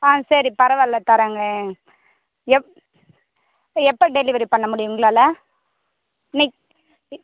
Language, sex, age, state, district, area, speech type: Tamil, female, 18-30, Tamil Nadu, Tiruvannamalai, rural, conversation